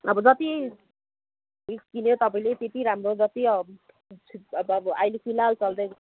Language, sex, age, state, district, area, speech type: Nepali, female, 30-45, West Bengal, Kalimpong, rural, conversation